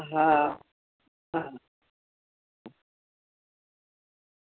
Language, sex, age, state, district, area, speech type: Gujarati, female, 60+, Gujarat, Kheda, rural, conversation